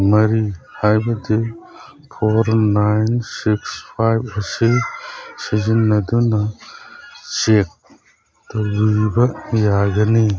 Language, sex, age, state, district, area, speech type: Manipuri, male, 45-60, Manipur, Churachandpur, rural, read